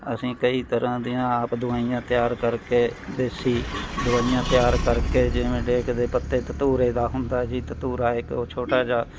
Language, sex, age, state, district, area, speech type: Punjabi, male, 60+, Punjab, Mohali, rural, spontaneous